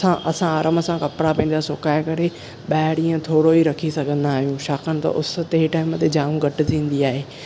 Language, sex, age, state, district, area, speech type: Sindhi, male, 18-30, Maharashtra, Thane, urban, spontaneous